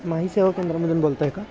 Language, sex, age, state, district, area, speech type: Marathi, male, 18-30, Maharashtra, Satara, urban, spontaneous